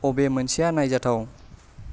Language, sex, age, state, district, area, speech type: Bodo, male, 18-30, Assam, Kokrajhar, rural, read